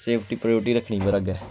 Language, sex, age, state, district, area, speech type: Dogri, male, 18-30, Jammu and Kashmir, Kathua, rural, spontaneous